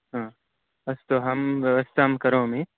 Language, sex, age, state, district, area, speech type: Sanskrit, male, 18-30, Karnataka, Chikkamagaluru, rural, conversation